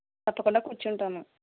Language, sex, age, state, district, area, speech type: Telugu, female, 18-30, Andhra Pradesh, East Godavari, rural, conversation